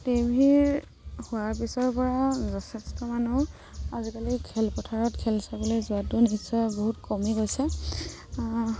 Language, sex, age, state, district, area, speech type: Assamese, female, 18-30, Assam, Dibrugarh, rural, spontaneous